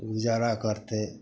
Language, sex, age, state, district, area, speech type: Maithili, male, 60+, Bihar, Madhepura, rural, spontaneous